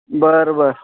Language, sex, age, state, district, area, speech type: Marathi, male, 18-30, Maharashtra, Sangli, urban, conversation